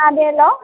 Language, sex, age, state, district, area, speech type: Malayalam, female, 18-30, Kerala, Idukki, rural, conversation